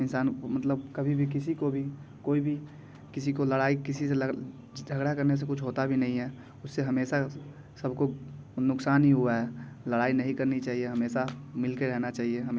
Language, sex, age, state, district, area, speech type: Hindi, male, 18-30, Bihar, Muzaffarpur, rural, spontaneous